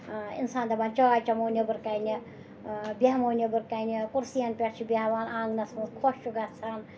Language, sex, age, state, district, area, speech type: Kashmiri, female, 45-60, Jammu and Kashmir, Srinagar, urban, spontaneous